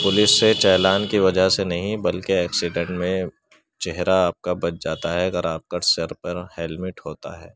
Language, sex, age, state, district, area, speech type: Urdu, male, 18-30, Uttar Pradesh, Gautam Buddha Nagar, urban, spontaneous